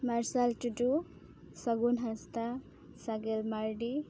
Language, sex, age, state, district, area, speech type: Santali, female, 18-30, West Bengal, Uttar Dinajpur, rural, spontaneous